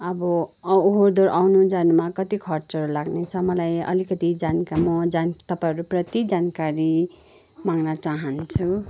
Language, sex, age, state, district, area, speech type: Nepali, female, 30-45, West Bengal, Kalimpong, rural, spontaneous